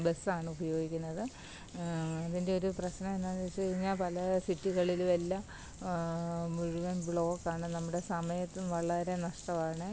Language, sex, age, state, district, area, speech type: Malayalam, female, 30-45, Kerala, Kottayam, rural, spontaneous